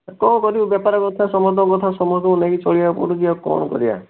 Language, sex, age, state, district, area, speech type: Odia, male, 60+, Odisha, Bhadrak, rural, conversation